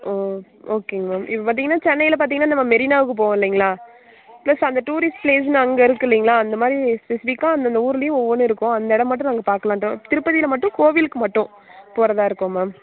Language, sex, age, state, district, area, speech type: Tamil, female, 30-45, Tamil Nadu, Mayiladuthurai, rural, conversation